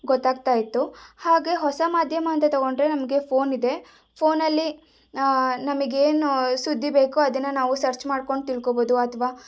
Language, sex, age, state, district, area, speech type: Kannada, female, 18-30, Karnataka, Shimoga, rural, spontaneous